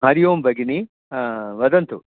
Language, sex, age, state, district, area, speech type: Sanskrit, male, 60+, Karnataka, Bangalore Urban, urban, conversation